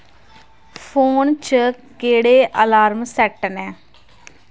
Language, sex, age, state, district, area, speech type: Dogri, female, 18-30, Jammu and Kashmir, Kathua, rural, read